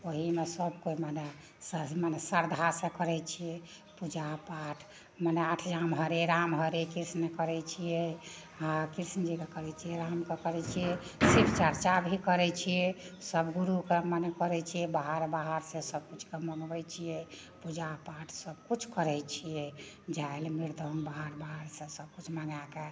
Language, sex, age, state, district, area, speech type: Maithili, female, 60+, Bihar, Madhepura, rural, spontaneous